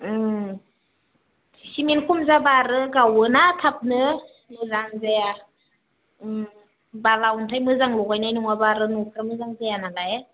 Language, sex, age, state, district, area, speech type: Bodo, female, 30-45, Assam, Udalguri, rural, conversation